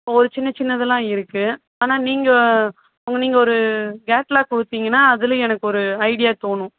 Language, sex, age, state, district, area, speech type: Tamil, female, 30-45, Tamil Nadu, Madurai, rural, conversation